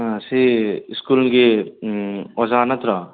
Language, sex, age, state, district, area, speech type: Manipuri, male, 18-30, Manipur, Tengnoupal, rural, conversation